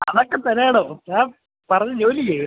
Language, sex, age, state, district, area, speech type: Malayalam, male, 18-30, Kerala, Idukki, rural, conversation